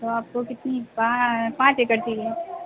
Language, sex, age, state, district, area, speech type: Hindi, female, 18-30, Madhya Pradesh, Harda, urban, conversation